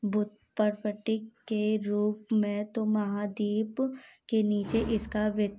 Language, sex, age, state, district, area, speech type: Hindi, female, 18-30, Madhya Pradesh, Gwalior, rural, spontaneous